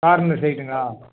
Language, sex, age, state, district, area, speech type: Tamil, male, 45-60, Tamil Nadu, Tiruppur, urban, conversation